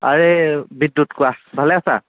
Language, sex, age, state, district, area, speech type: Assamese, male, 18-30, Assam, Kamrup Metropolitan, urban, conversation